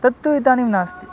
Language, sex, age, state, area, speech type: Sanskrit, male, 18-30, Bihar, rural, spontaneous